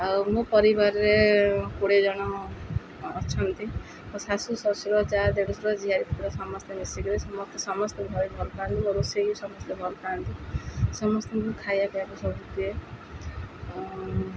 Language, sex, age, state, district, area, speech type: Odia, female, 30-45, Odisha, Jagatsinghpur, rural, spontaneous